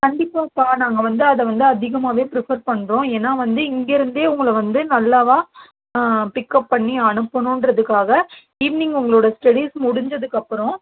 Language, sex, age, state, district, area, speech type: Tamil, female, 30-45, Tamil Nadu, Tiruvarur, rural, conversation